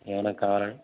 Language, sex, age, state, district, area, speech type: Telugu, male, 18-30, Andhra Pradesh, East Godavari, rural, conversation